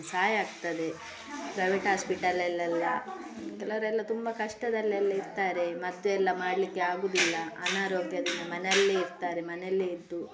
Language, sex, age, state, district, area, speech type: Kannada, female, 45-60, Karnataka, Udupi, rural, spontaneous